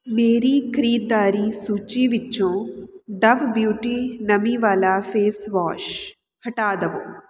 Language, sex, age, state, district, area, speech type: Punjabi, female, 30-45, Punjab, Jalandhar, rural, read